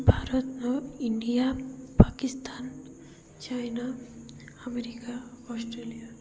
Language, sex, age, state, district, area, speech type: Odia, female, 18-30, Odisha, Koraput, urban, spontaneous